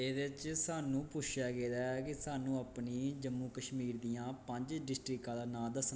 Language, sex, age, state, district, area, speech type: Dogri, male, 18-30, Jammu and Kashmir, Kathua, rural, spontaneous